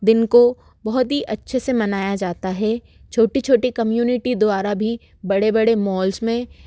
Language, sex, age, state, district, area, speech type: Hindi, female, 30-45, Madhya Pradesh, Bhopal, urban, spontaneous